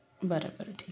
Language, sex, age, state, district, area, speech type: Marathi, female, 30-45, Maharashtra, Bhandara, urban, spontaneous